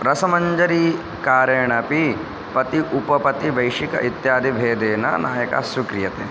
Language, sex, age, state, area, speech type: Sanskrit, male, 18-30, Madhya Pradesh, rural, spontaneous